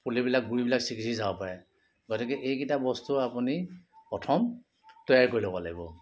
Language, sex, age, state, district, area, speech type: Assamese, male, 45-60, Assam, Sivasagar, rural, spontaneous